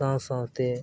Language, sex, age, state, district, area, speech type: Santali, male, 18-30, Jharkhand, East Singhbhum, rural, spontaneous